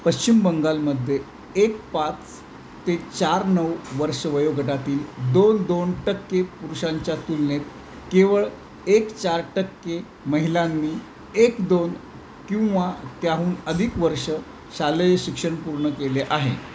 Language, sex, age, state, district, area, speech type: Marathi, male, 45-60, Maharashtra, Thane, rural, read